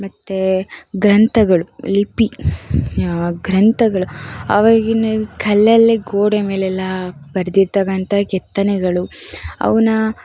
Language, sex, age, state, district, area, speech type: Kannada, female, 18-30, Karnataka, Davanagere, urban, spontaneous